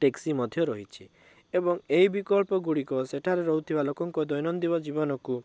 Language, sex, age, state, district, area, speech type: Odia, male, 18-30, Odisha, Cuttack, urban, spontaneous